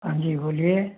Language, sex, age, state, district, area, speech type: Hindi, male, 60+, Rajasthan, Jaipur, urban, conversation